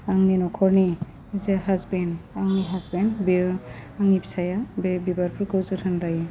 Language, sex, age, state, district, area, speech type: Bodo, female, 30-45, Assam, Udalguri, urban, spontaneous